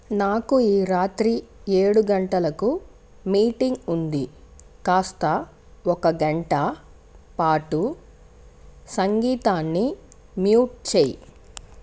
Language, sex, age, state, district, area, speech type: Telugu, female, 60+, Andhra Pradesh, Sri Balaji, urban, read